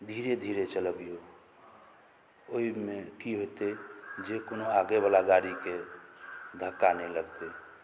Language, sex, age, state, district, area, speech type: Maithili, male, 45-60, Bihar, Madhubani, rural, spontaneous